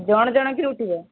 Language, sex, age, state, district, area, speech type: Odia, female, 18-30, Odisha, Puri, urban, conversation